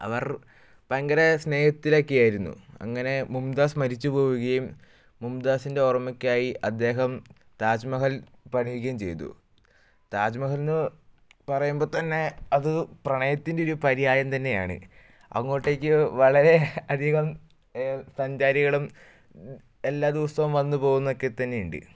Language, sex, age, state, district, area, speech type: Malayalam, male, 18-30, Kerala, Wayanad, rural, spontaneous